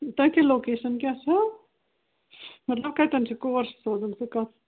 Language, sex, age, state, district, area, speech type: Kashmiri, female, 60+, Jammu and Kashmir, Srinagar, urban, conversation